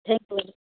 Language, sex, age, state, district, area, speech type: Assamese, female, 18-30, Assam, Charaideo, urban, conversation